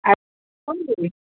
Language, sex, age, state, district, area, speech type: Assamese, female, 60+, Assam, Golaghat, urban, conversation